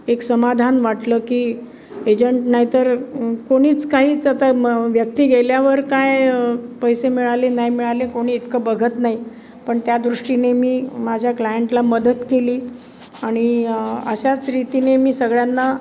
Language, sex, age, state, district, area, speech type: Marathi, female, 60+, Maharashtra, Pune, urban, spontaneous